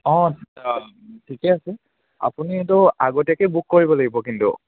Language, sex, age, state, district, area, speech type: Assamese, male, 18-30, Assam, Charaideo, rural, conversation